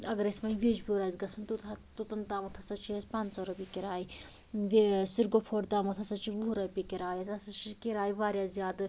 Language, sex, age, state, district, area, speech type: Kashmiri, female, 45-60, Jammu and Kashmir, Anantnag, rural, spontaneous